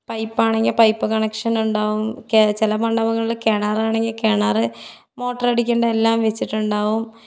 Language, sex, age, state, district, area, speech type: Malayalam, female, 18-30, Kerala, Palakkad, urban, spontaneous